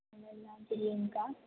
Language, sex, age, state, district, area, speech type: Maithili, female, 18-30, Bihar, Purnia, rural, conversation